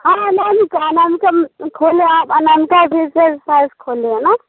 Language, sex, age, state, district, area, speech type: Maithili, female, 18-30, Bihar, Muzaffarpur, rural, conversation